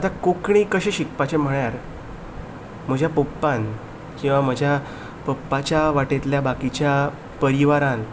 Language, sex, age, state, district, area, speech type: Goan Konkani, male, 18-30, Goa, Ponda, rural, spontaneous